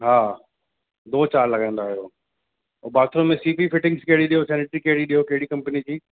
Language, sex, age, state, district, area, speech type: Sindhi, male, 30-45, Uttar Pradesh, Lucknow, rural, conversation